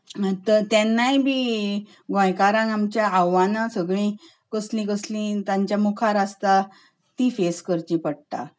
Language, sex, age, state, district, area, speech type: Goan Konkani, female, 45-60, Goa, Bardez, urban, spontaneous